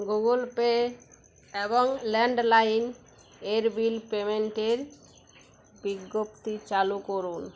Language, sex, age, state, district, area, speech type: Bengali, female, 30-45, West Bengal, Uttar Dinajpur, rural, read